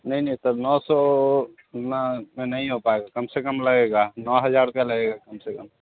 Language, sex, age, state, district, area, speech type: Hindi, male, 30-45, Bihar, Darbhanga, rural, conversation